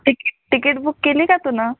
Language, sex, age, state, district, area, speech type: Marathi, female, 18-30, Maharashtra, Buldhana, rural, conversation